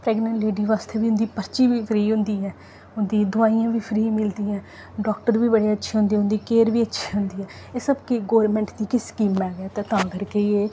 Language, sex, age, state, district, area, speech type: Dogri, female, 18-30, Jammu and Kashmir, Samba, rural, spontaneous